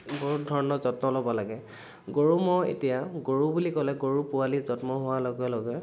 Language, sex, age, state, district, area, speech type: Assamese, male, 18-30, Assam, Dhemaji, rural, spontaneous